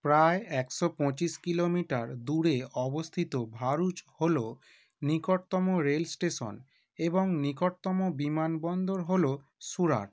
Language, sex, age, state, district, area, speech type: Bengali, male, 18-30, West Bengal, North 24 Parganas, urban, read